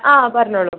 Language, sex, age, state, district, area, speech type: Malayalam, male, 18-30, Kerala, Kozhikode, urban, conversation